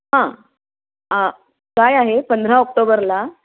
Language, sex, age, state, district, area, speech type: Marathi, female, 60+, Maharashtra, Nashik, urban, conversation